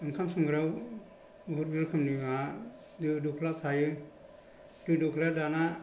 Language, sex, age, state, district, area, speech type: Bodo, male, 60+, Assam, Kokrajhar, rural, spontaneous